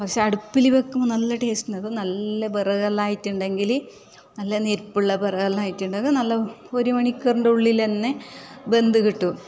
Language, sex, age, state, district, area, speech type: Malayalam, female, 45-60, Kerala, Kasaragod, urban, spontaneous